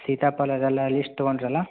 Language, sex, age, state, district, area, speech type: Kannada, male, 18-30, Karnataka, Bagalkot, rural, conversation